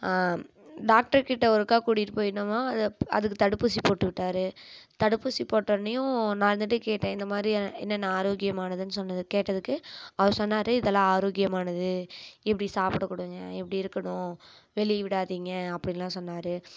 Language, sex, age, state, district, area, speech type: Tamil, female, 18-30, Tamil Nadu, Namakkal, rural, spontaneous